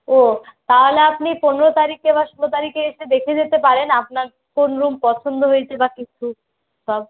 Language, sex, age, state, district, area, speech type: Bengali, female, 30-45, West Bengal, Purulia, rural, conversation